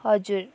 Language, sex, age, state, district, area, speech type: Nepali, female, 18-30, West Bengal, Darjeeling, rural, spontaneous